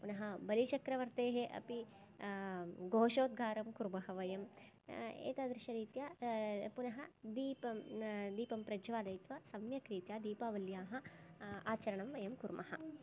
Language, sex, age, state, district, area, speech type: Sanskrit, female, 18-30, Karnataka, Chikkamagaluru, rural, spontaneous